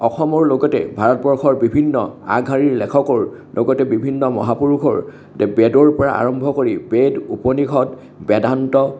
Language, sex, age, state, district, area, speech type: Assamese, male, 60+, Assam, Kamrup Metropolitan, urban, spontaneous